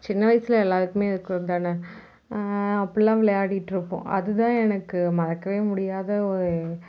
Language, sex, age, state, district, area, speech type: Tamil, female, 30-45, Tamil Nadu, Mayiladuthurai, rural, spontaneous